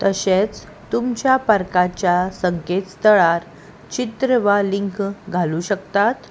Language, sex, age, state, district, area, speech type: Goan Konkani, female, 30-45, Goa, Salcete, urban, read